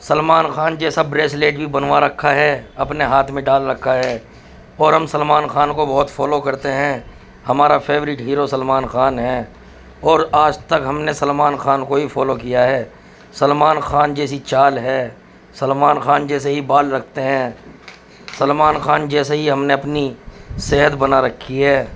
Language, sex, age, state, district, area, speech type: Urdu, male, 30-45, Uttar Pradesh, Muzaffarnagar, urban, spontaneous